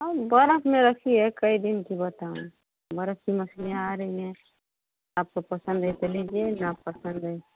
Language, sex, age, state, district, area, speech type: Hindi, female, 30-45, Uttar Pradesh, Mau, rural, conversation